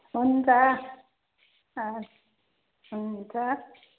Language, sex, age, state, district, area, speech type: Nepali, female, 45-60, West Bengal, Kalimpong, rural, conversation